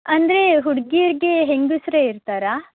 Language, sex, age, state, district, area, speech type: Kannada, female, 18-30, Karnataka, Shimoga, rural, conversation